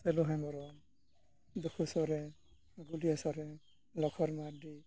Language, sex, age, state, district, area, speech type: Santali, male, 60+, Odisha, Mayurbhanj, rural, spontaneous